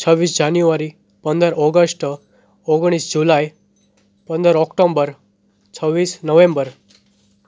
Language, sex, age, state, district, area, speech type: Gujarati, male, 18-30, Gujarat, Surat, rural, spontaneous